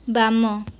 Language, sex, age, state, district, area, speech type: Odia, female, 18-30, Odisha, Jajpur, rural, read